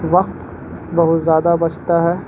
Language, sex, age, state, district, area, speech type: Urdu, male, 18-30, Bihar, Gaya, urban, spontaneous